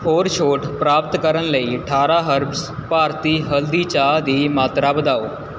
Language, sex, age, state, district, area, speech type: Punjabi, male, 18-30, Punjab, Mohali, rural, read